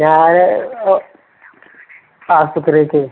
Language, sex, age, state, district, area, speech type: Malayalam, male, 60+, Kerala, Malappuram, rural, conversation